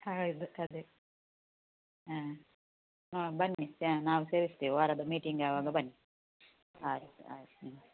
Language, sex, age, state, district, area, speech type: Kannada, female, 45-60, Karnataka, Udupi, rural, conversation